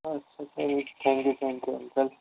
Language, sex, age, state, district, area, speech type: Sindhi, male, 18-30, Gujarat, Kutch, urban, conversation